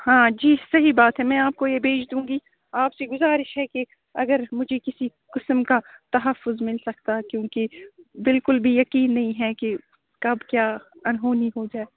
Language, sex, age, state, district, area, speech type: Urdu, female, 30-45, Jammu and Kashmir, Srinagar, urban, conversation